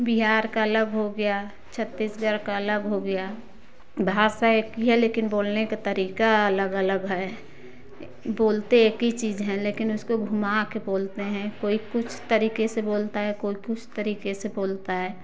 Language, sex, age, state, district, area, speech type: Hindi, female, 45-60, Uttar Pradesh, Prayagraj, rural, spontaneous